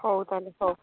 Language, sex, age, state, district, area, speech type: Odia, female, 60+, Odisha, Jharsuguda, rural, conversation